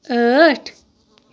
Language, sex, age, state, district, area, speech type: Kashmiri, female, 30-45, Jammu and Kashmir, Shopian, urban, read